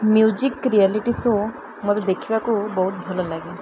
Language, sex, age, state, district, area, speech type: Odia, female, 30-45, Odisha, Koraput, urban, spontaneous